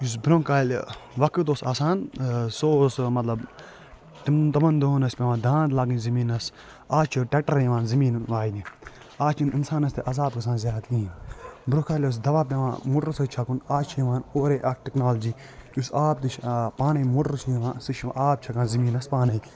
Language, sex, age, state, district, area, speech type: Kashmiri, male, 45-60, Jammu and Kashmir, Budgam, urban, spontaneous